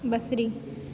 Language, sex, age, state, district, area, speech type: Sindhi, female, 18-30, Gujarat, Junagadh, urban, read